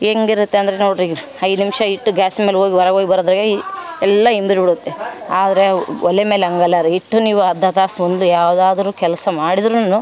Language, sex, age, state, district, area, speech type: Kannada, female, 30-45, Karnataka, Vijayanagara, rural, spontaneous